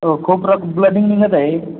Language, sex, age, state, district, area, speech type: Marathi, male, 30-45, Maharashtra, Buldhana, rural, conversation